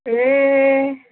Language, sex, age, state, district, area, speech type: Nepali, male, 30-45, West Bengal, Kalimpong, rural, conversation